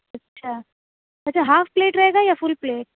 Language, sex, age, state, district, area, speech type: Urdu, female, 18-30, Uttar Pradesh, Mau, urban, conversation